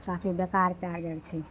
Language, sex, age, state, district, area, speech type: Maithili, female, 30-45, Bihar, Madhepura, rural, spontaneous